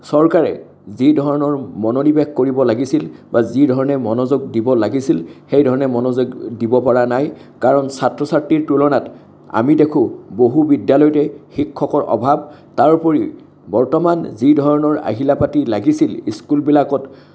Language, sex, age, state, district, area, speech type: Assamese, male, 60+, Assam, Kamrup Metropolitan, urban, spontaneous